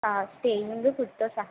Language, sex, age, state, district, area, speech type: Telugu, female, 30-45, Andhra Pradesh, Kakinada, urban, conversation